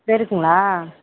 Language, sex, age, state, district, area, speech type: Tamil, female, 30-45, Tamil Nadu, Mayiladuthurai, urban, conversation